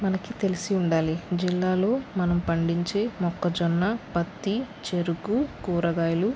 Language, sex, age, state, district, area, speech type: Telugu, female, 45-60, Andhra Pradesh, West Godavari, rural, spontaneous